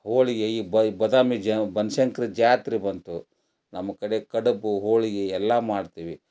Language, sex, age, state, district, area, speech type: Kannada, male, 60+, Karnataka, Gadag, rural, spontaneous